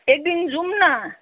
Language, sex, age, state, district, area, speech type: Nepali, female, 45-60, West Bengal, Jalpaiguri, urban, conversation